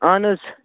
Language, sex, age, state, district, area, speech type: Kashmiri, male, 18-30, Jammu and Kashmir, Kupwara, rural, conversation